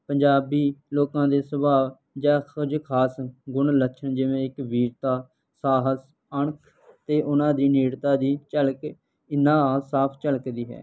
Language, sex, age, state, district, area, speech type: Punjabi, male, 18-30, Punjab, Barnala, rural, spontaneous